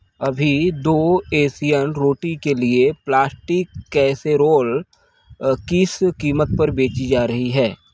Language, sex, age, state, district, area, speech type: Hindi, male, 30-45, Uttar Pradesh, Mirzapur, rural, read